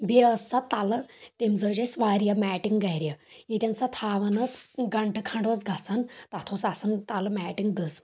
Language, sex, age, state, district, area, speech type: Kashmiri, female, 18-30, Jammu and Kashmir, Kulgam, rural, spontaneous